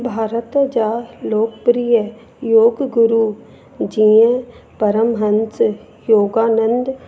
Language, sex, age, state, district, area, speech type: Sindhi, female, 30-45, Madhya Pradesh, Katni, rural, spontaneous